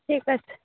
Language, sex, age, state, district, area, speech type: Bengali, female, 30-45, West Bengal, Darjeeling, urban, conversation